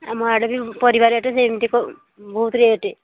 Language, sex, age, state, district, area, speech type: Odia, female, 60+, Odisha, Angul, rural, conversation